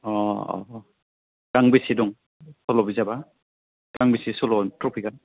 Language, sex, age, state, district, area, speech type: Bodo, male, 18-30, Assam, Udalguri, rural, conversation